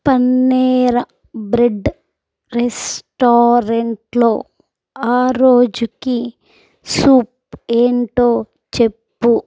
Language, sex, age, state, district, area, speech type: Telugu, female, 18-30, Andhra Pradesh, Chittoor, rural, read